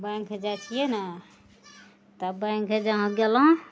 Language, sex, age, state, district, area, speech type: Maithili, female, 45-60, Bihar, Araria, urban, spontaneous